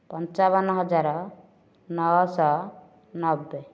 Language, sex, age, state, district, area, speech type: Odia, female, 30-45, Odisha, Nayagarh, rural, spontaneous